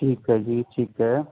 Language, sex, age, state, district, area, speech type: Punjabi, male, 30-45, Punjab, Ludhiana, urban, conversation